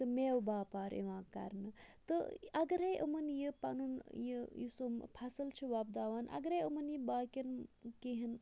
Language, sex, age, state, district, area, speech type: Kashmiri, female, 45-60, Jammu and Kashmir, Bandipora, rural, spontaneous